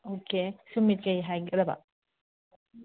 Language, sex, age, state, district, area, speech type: Manipuri, female, 45-60, Manipur, Imphal West, urban, conversation